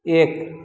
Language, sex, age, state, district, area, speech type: Maithili, male, 30-45, Bihar, Madhubani, rural, read